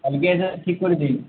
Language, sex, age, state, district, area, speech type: Bengali, male, 18-30, West Bengal, Uttar Dinajpur, rural, conversation